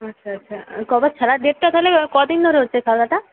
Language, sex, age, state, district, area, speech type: Bengali, female, 18-30, West Bengal, Purba Medinipur, rural, conversation